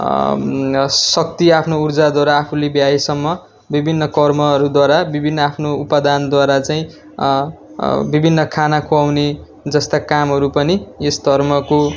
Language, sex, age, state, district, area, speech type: Nepali, male, 18-30, West Bengal, Darjeeling, rural, spontaneous